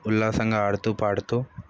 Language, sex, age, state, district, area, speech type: Telugu, male, 30-45, Telangana, Sangareddy, urban, spontaneous